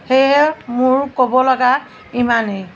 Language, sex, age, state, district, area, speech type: Assamese, female, 30-45, Assam, Nagaon, rural, spontaneous